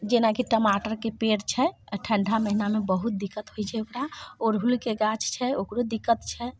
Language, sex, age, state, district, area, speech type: Maithili, female, 45-60, Bihar, Muzaffarpur, rural, spontaneous